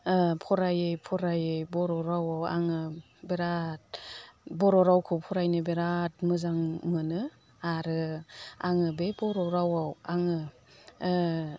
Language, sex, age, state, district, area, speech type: Bodo, female, 45-60, Assam, Udalguri, rural, spontaneous